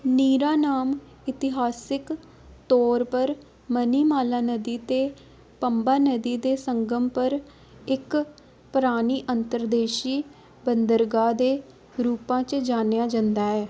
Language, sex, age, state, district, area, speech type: Dogri, female, 18-30, Jammu and Kashmir, Udhampur, urban, read